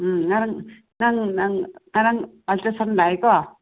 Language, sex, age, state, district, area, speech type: Manipuri, female, 45-60, Manipur, Senapati, rural, conversation